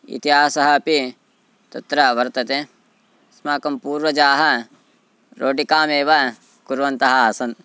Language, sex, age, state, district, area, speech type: Sanskrit, male, 18-30, Karnataka, Haveri, rural, spontaneous